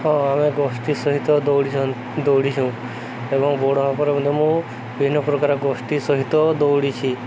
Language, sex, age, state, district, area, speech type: Odia, male, 18-30, Odisha, Subarnapur, urban, spontaneous